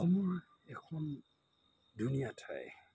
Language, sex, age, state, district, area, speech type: Assamese, male, 30-45, Assam, Majuli, urban, spontaneous